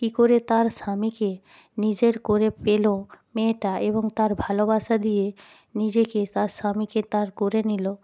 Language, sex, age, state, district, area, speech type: Bengali, female, 30-45, West Bengal, Purba Medinipur, rural, spontaneous